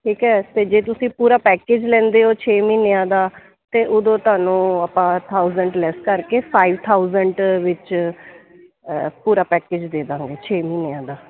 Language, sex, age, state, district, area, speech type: Punjabi, female, 30-45, Punjab, Kapurthala, urban, conversation